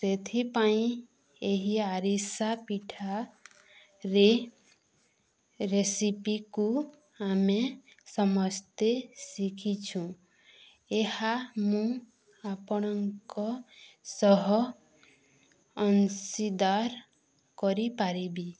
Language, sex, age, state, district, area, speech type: Odia, female, 30-45, Odisha, Balangir, urban, spontaneous